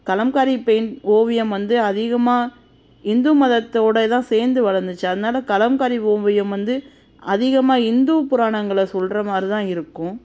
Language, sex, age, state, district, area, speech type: Tamil, female, 30-45, Tamil Nadu, Madurai, urban, spontaneous